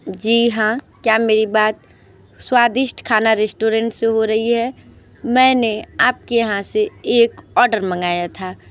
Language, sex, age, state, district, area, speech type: Hindi, female, 45-60, Uttar Pradesh, Sonbhadra, rural, spontaneous